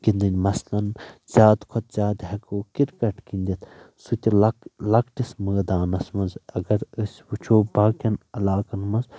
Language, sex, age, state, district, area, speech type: Kashmiri, male, 18-30, Jammu and Kashmir, Baramulla, rural, spontaneous